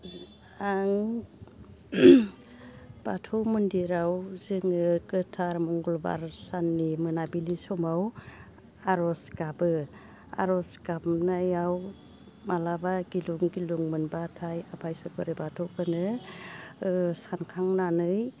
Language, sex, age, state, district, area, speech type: Bodo, female, 60+, Assam, Baksa, urban, spontaneous